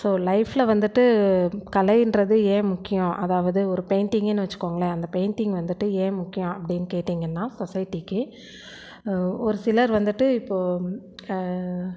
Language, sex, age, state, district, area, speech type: Tamil, female, 45-60, Tamil Nadu, Erode, rural, spontaneous